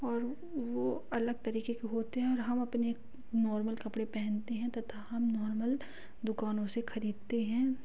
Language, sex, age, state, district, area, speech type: Hindi, female, 18-30, Madhya Pradesh, Katni, urban, spontaneous